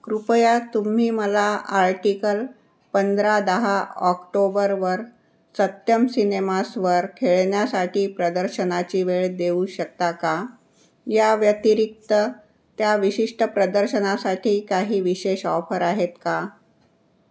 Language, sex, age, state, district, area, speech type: Marathi, female, 60+, Maharashtra, Nagpur, urban, read